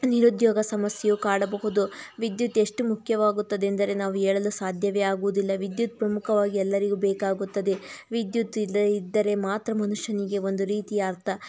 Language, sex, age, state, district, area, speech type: Kannada, female, 30-45, Karnataka, Tumkur, rural, spontaneous